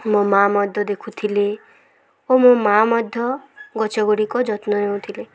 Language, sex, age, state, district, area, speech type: Odia, female, 18-30, Odisha, Malkangiri, urban, spontaneous